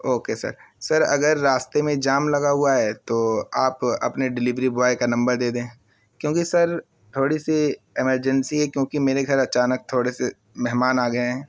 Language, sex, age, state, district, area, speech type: Urdu, male, 18-30, Uttar Pradesh, Siddharthnagar, rural, spontaneous